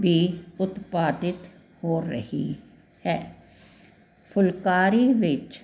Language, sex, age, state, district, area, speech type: Punjabi, female, 60+, Punjab, Jalandhar, urban, spontaneous